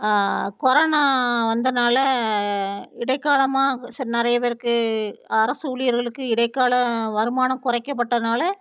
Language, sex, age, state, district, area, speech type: Tamil, female, 45-60, Tamil Nadu, Thoothukudi, rural, spontaneous